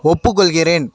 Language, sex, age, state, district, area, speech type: Tamil, male, 18-30, Tamil Nadu, Kallakurichi, urban, read